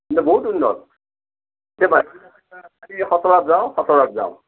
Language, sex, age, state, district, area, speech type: Assamese, male, 60+, Assam, Darrang, rural, conversation